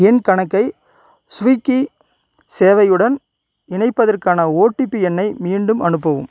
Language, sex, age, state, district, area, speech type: Tamil, male, 30-45, Tamil Nadu, Ariyalur, rural, read